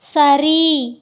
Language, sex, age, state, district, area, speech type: Tamil, female, 18-30, Tamil Nadu, Ariyalur, rural, read